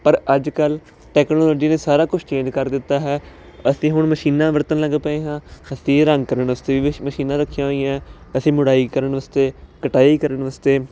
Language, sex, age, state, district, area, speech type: Punjabi, male, 30-45, Punjab, Jalandhar, urban, spontaneous